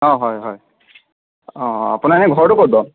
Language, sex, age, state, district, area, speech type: Assamese, male, 18-30, Assam, Golaghat, urban, conversation